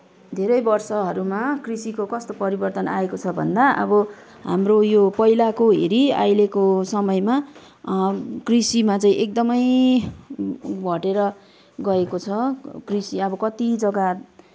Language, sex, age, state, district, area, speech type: Nepali, female, 30-45, West Bengal, Kalimpong, rural, spontaneous